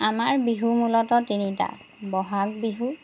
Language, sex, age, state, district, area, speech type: Assamese, female, 30-45, Assam, Jorhat, urban, spontaneous